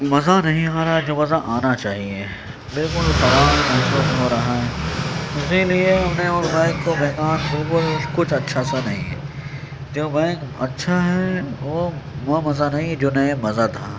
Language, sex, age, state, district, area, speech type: Urdu, male, 30-45, Uttar Pradesh, Gautam Buddha Nagar, rural, spontaneous